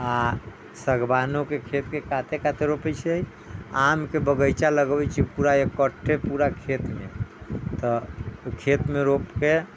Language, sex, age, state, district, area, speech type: Maithili, male, 60+, Bihar, Sitamarhi, rural, spontaneous